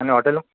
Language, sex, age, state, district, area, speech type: Marathi, male, 45-60, Maharashtra, Mumbai City, urban, conversation